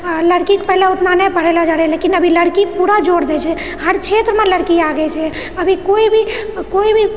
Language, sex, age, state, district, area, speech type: Maithili, female, 30-45, Bihar, Purnia, rural, spontaneous